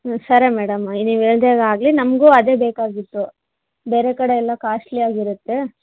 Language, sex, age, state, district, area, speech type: Kannada, female, 18-30, Karnataka, Vijayanagara, rural, conversation